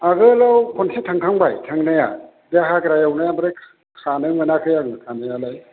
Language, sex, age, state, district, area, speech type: Bodo, male, 45-60, Assam, Chirang, urban, conversation